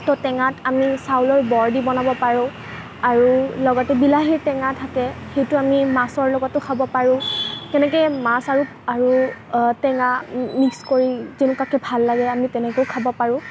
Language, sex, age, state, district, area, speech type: Assamese, female, 18-30, Assam, Kamrup Metropolitan, urban, spontaneous